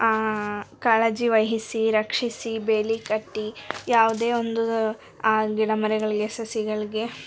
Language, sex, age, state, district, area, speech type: Kannada, female, 18-30, Karnataka, Koppal, rural, spontaneous